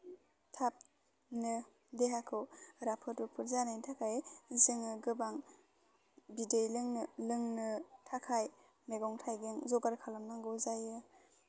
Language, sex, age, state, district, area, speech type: Bodo, female, 18-30, Assam, Baksa, rural, spontaneous